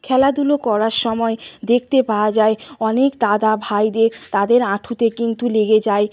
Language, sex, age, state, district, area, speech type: Bengali, female, 60+, West Bengal, Purba Medinipur, rural, spontaneous